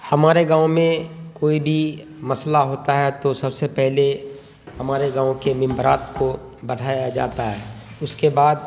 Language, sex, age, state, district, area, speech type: Urdu, male, 30-45, Bihar, Khagaria, rural, spontaneous